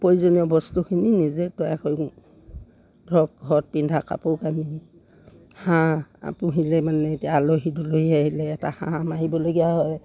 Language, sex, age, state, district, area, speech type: Assamese, female, 60+, Assam, Dibrugarh, rural, spontaneous